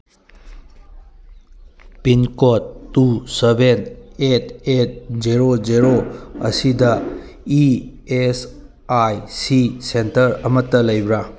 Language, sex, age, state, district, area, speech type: Manipuri, male, 30-45, Manipur, Kangpokpi, urban, read